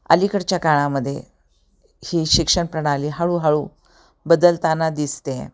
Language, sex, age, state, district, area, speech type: Marathi, female, 45-60, Maharashtra, Osmanabad, rural, spontaneous